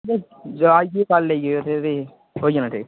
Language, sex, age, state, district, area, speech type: Dogri, male, 18-30, Jammu and Kashmir, Udhampur, rural, conversation